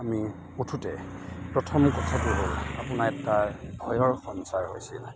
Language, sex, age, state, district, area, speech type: Assamese, male, 30-45, Assam, Majuli, urban, spontaneous